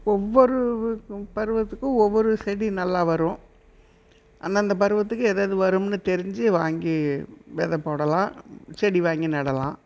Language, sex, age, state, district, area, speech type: Tamil, female, 60+, Tamil Nadu, Erode, rural, spontaneous